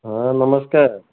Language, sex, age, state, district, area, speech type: Odia, male, 60+, Odisha, Bhadrak, rural, conversation